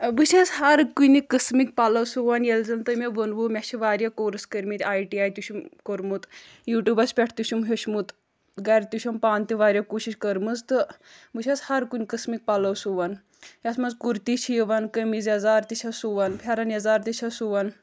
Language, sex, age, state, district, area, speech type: Kashmiri, female, 18-30, Jammu and Kashmir, Kulgam, rural, spontaneous